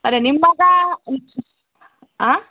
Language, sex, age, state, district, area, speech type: Kannada, female, 30-45, Karnataka, Shimoga, rural, conversation